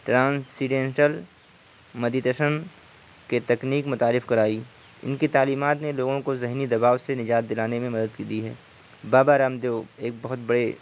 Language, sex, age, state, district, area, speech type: Urdu, male, 18-30, Uttar Pradesh, Siddharthnagar, rural, spontaneous